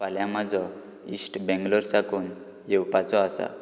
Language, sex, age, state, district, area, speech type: Goan Konkani, male, 18-30, Goa, Quepem, rural, spontaneous